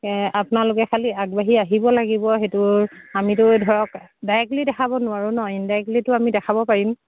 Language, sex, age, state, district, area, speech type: Assamese, female, 30-45, Assam, Charaideo, rural, conversation